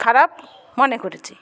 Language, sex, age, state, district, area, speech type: Bengali, female, 60+, West Bengal, Paschim Medinipur, rural, spontaneous